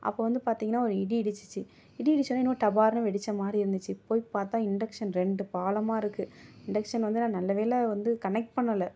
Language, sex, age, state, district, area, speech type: Tamil, female, 30-45, Tamil Nadu, Mayiladuthurai, rural, spontaneous